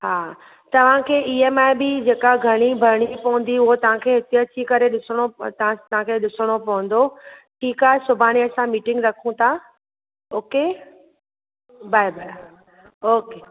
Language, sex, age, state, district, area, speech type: Sindhi, female, 45-60, Maharashtra, Thane, urban, conversation